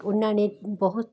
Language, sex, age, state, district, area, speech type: Punjabi, female, 60+, Punjab, Jalandhar, urban, spontaneous